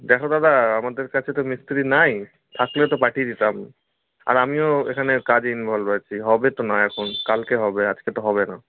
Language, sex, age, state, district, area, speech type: Bengali, male, 18-30, West Bengal, Malda, rural, conversation